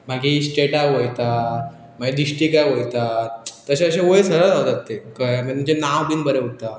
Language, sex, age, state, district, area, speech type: Goan Konkani, male, 18-30, Goa, Pernem, rural, spontaneous